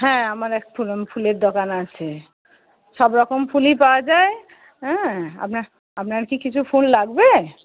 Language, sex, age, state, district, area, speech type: Bengali, female, 60+, West Bengal, Paschim Medinipur, rural, conversation